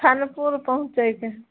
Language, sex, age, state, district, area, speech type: Maithili, female, 18-30, Bihar, Samastipur, rural, conversation